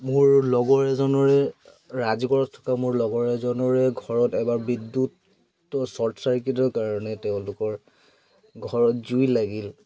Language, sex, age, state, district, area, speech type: Assamese, male, 30-45, Assam, Charaideo, urban, spontaneous